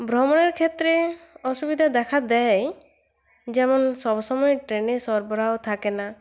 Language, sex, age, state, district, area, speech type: Bengali, female, 18-30, West Bengal, Purulia, rural, spontaneous